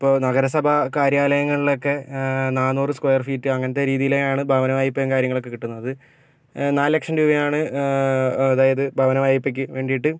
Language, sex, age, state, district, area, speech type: Malayalam, male, 45-60, Kerala, Kozhikode, urban, spontaneous